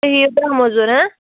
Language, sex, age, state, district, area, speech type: Kashmiri, female, 30-45, Jammu and Kashmir, Anantnag, rural, conversation